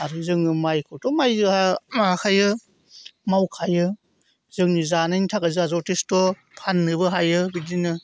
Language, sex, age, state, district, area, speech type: Bodo, male, 45-60, Assam, Chirang, urban, spontaneous